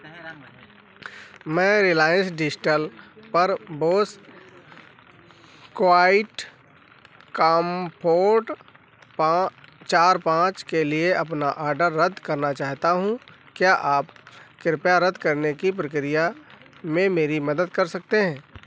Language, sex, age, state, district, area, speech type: Hindi, male, 45-60, Uttar Pradesh, Sitapur, rural, read